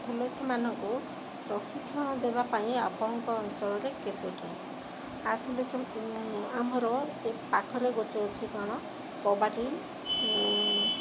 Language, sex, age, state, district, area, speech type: Odia, female, 30-45, Odisha, Sundergarh, urban, spontaneous